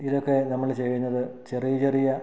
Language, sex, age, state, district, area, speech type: Malayalam, male, 45-60, Kerala, Idukki, rural, spontaneous